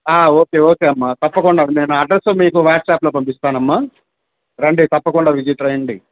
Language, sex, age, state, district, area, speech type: Telugu, male, 60+, Andhra Pradesh, Bapatla, urban, conversation